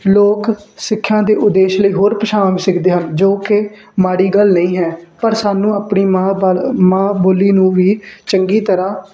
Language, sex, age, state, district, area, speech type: Punjabi, male, 18-30, Punjab, Muktsar, urban, spontaneous